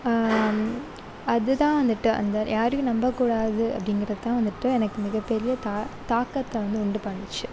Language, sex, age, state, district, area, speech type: Tamil, female, 18-30, Tamil Nadu, Sivaganga, rural, spontaneous